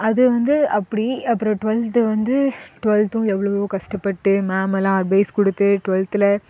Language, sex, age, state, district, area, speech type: Tamil, female, 18-30, Tamil Nadu, Namakkal, rural, spontaneous